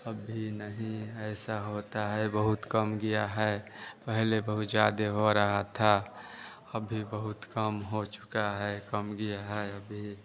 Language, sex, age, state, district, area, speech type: Hindi, male, 30-45, Bihar, Vaishali, urban, spontaneous